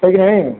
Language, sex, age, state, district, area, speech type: Hindi, male, 30-45, Uttar Pradesh, Mau, urban, conversation